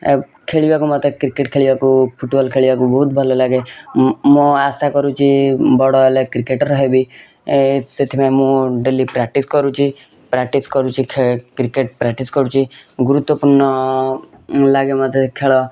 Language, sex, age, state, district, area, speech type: Odia, male, 18-30, Odisha, Kendujhar, urban, spontaneous